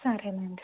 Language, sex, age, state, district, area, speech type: Telugu, female, 30-45, Andhra Pradesh, N T Rama Rao, urban, conversation